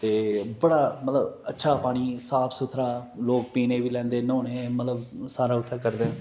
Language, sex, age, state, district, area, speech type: Dogri, male, 30-45, Jammu and Kashmir, Reasi, urban, spontaneous